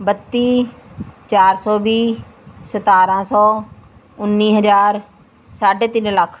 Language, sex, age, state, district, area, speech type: Punjabi, female, 45-60, Punjab, Rupnagar, rural, spontaneous